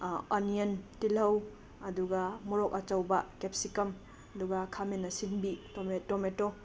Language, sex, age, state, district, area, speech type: Manipuri, female, 18-30, Manipur, Imphal West, rural, spontaneous